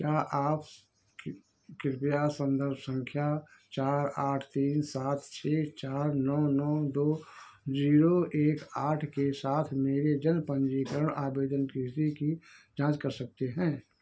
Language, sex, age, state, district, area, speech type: Hindi, male, 60+, Uttar Pradesh, Ayodhya, rural, read